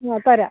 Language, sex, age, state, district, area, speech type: Malayalam, female, 45-60, Kerala, Alappuzha, rural, conversation